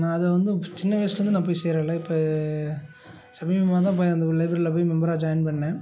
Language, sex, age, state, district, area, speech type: Tamil, male, 30-45, Tamil Nadu, Tiruchirappalli, rural, spontaneous